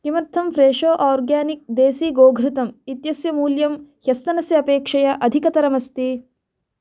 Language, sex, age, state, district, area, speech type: Sanskrit, female, 18-30, Karnataka, Chikkaballapur, rural, read